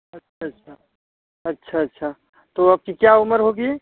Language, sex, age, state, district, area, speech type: Hindi, male, 18-30, Uttar Pradesh, Ghazipur, rural, conversation